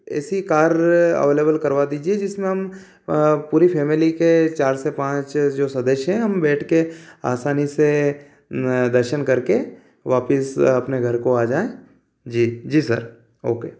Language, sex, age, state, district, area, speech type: Hindi, male, 30-45, Madhya Pradesh, Ujjain, urban, spontaneous